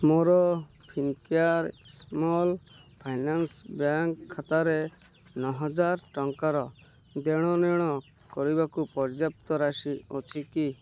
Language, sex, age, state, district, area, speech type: Odia, male, 30-45, Odisha, Malkangiri, urban, read